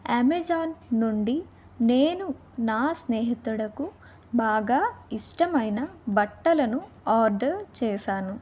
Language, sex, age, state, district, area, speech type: Telugu, female, 18-30, Andhra Pradesh, Vizianagaram, rural, spontaneous